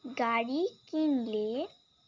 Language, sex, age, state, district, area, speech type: Bengali, female, 18-30, West Bengal, Alipurduar, rural, spontaneous